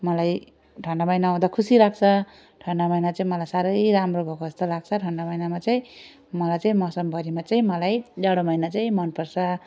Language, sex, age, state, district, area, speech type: Nepali, female, 18-30, West Bengal, Darjeeling, rural, spontaneous